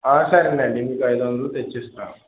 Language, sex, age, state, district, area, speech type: Telugu, male, 18-30, Andhra Pradesh, Eluru, rural, conversation